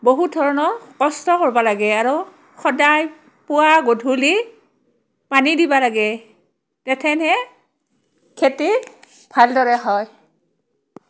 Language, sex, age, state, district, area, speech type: Assamese, female, 45-60, Assam, Barpeta, rural, spontaneous